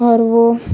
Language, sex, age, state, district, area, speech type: Urdu, female, 18-30, Bihar, Supaul, rural, spontaneous